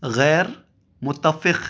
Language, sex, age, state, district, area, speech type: Urdu, male, 30-45, Telangana, Hyderabad, urban, read